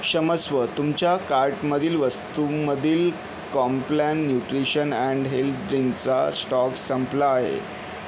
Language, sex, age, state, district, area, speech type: Marathi, male, 60+, Maharashtra, Yavatmal, urban, read